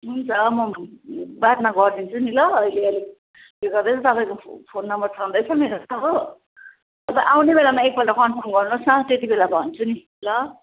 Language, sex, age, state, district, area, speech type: Nepali, female, 45-60, West Bengal, Jalpaiguri, urban, conversation